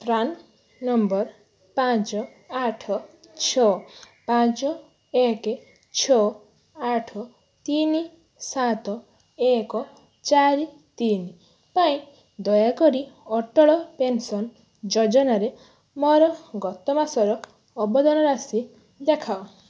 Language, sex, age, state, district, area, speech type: Odia, female, 18-30, Odisha, Balasore, rural, read